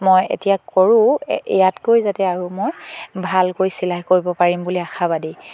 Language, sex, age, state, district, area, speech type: Assamese, female, 18-30, Assam, Sivasagar, rural, spontaneous